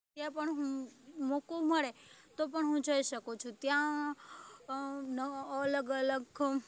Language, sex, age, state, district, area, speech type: Gujarati, female, 18-30, Gujarat, Rajkot, rural, spontaneous